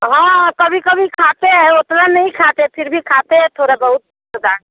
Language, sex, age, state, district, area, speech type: Hindi, female, 60+, Bihar, Muzaffarpur, rural, conversation